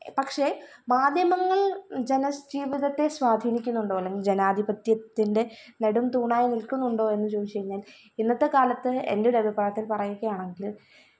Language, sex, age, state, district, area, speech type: Malayalam, female, 18-30, Kerala, Kollam, rural, spontaneous